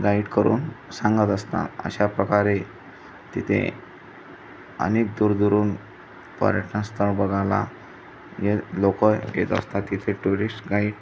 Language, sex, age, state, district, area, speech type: Marathi, male, 18-30, Maharashtra, Amravati, rural, spontaneous